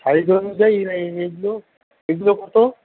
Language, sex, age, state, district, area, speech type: Bengali, male, 60+, West Bengal, Howrah, urban, conversation